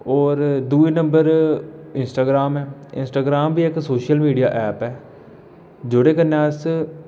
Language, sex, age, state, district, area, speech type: Dogri, male, 18-30, Jammu and Kashmir, Jammu, rural, spontaneous